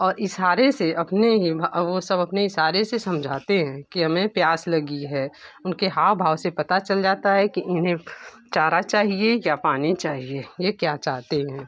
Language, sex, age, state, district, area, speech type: Hindi, female, 30-45, Uttar Pradesh, Ghazipur, rural, spontaneous